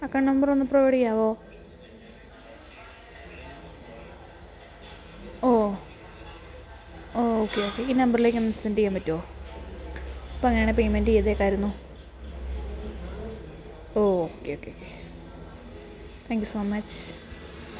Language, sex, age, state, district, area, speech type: Malayalam, female, 30-45, Kerala, Idukki, rural, spontaneous